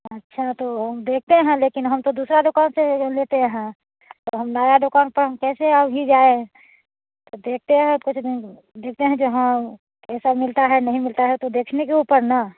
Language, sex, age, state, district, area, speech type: Hindi, female, 45-60, Bihar, Muzaffarpur, urban, conversation